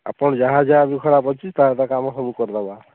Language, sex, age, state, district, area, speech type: Odia, male, 30-45, Odisha, Kalahandi, rural, conversation